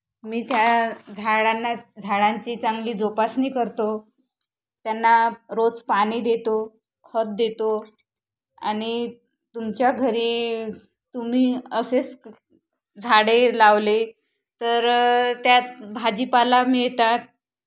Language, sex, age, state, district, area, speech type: Marathi, female, 30-45, Maharashtra, Wardha, rural, spontaneous